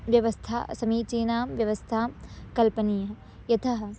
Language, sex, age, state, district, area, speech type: Sanskrit, female, 18-30, Karnataka, Belgaum, rural, spontaneous